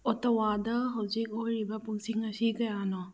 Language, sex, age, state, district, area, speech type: Manipuri, female, 45-60, Manipur, Churachandpur, rural, read